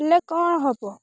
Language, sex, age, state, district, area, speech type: Odia, female, 18-30, Odisha, Rayagada, rural, spontaneous